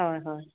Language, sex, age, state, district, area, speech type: Assamese, female, 45-60, Assam, Dhemaji, rural, conversation